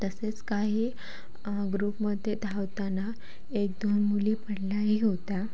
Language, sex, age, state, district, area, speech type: Marathi, female, 18-30, Maharashtra, Sindhudurg, rural, spontaneous